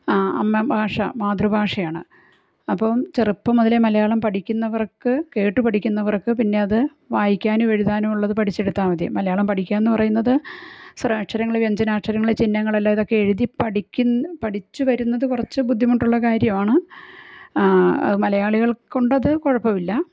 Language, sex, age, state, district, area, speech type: Malayalam, female, 45-60, Kerala, Malappuram, rural, spontaneous